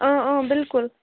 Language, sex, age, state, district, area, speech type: Kashmiri, female, 45-60, Jammu and Kashmir, Kupwara, urban, conversation